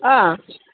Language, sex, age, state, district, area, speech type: Manipuri, female, 30-45, Manipur, Kakching, rural, conversation